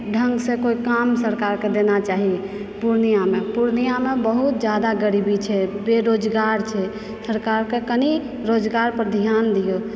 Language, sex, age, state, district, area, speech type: Maithili, female, 45-60, Bihar, Purnia, rural, spontaneous